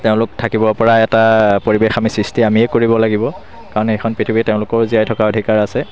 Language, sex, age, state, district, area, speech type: Assamese, male, 30-45, Assam, Sivasagar, rural, spontaneous